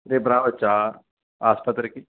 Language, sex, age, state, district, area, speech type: Telugu, male, 18-30, Telangana, Kamareddy, urban, conversation